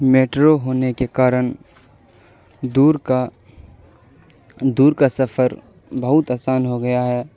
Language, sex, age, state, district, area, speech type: Urdu, male, 18-30, Bihar, Supaul, rural, spontaneous